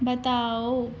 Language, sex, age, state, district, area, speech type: Urdu, female, 18-30, Telangana, Hyderabad, rural, spontaneous